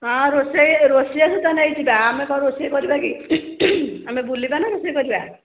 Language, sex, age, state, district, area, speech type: Odia, female, 45-60, Odisha, Angul, rural, conversation